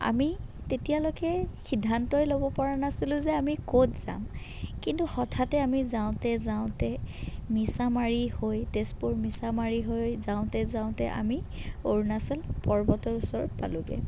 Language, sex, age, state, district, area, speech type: Assamese, female, 30-45, Assam, Sonitpur, rural, spontaneous